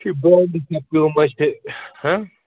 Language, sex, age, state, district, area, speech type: Kashmiri, male, 30-45, Jammu and Kashmir, Pulwama, urban, conversation